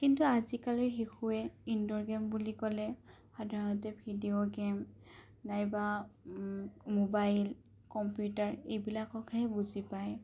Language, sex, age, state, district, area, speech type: Assamese, female, 18-30, Assam, Morigaon, rural, spontaneous